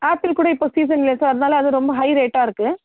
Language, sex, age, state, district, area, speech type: Tamil, female, 45-60, Tamil Nadu, Chennai, urban, conversation